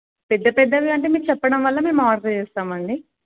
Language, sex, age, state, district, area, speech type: Telugu, female, 18-30, Telangana, Siddipet, urban, conversation